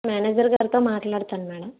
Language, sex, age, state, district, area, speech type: Telugu, female, 18-30, Andhra Pradesh, West Godavari, rural, conversation